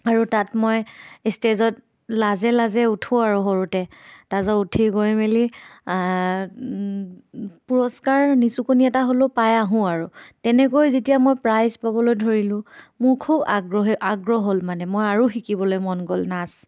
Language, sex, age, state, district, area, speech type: Assamese, female, 18-30, Assam, Dibrugarh, urban, spontaneous